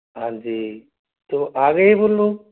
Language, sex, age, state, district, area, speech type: Hindi, male, 18-30, Rajasthan, Jaipur, urban, conversation